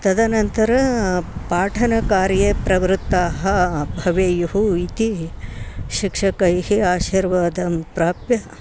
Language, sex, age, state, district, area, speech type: Sanskrit, female, 60+, Karnataka, Bangalore Urban, rural, spontaneous